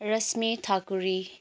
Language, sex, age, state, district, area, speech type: Nepali, female, 18-30, West Bengal, Kalimpong, rural, spontaneous